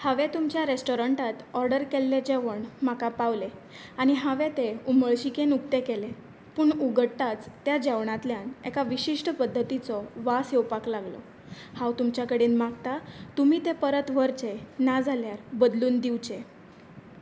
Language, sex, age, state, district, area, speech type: Goan Konkani, female, 18-30, Goa, Canacona, rural, spontaneous